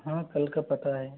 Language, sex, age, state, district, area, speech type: Hindi, male, 18-30, Rajasthan, Karauli, rural, conversation